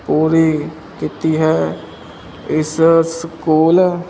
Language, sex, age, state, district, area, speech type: Punjabi, male, 18-30, Punjab, Mohali, rural, spontaneous